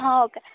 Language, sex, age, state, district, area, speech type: Marathi, female, 18-30, Maharashtra, Amravati, rural, conversation